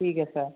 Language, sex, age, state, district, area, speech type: Hindi, male, 18-30, Uttar Pradesh, Ghazipur, rural, conversation